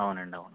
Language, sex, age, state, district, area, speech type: Telugu, male, 45-60, Andhra Pradesh, East Godavari, rural, conversation